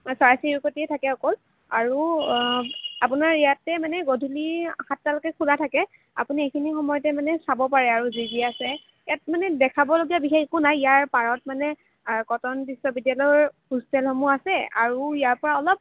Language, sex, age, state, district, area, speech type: Assamese, female, 18-30, Assam, Kamrup Metropolitan, urban, conversation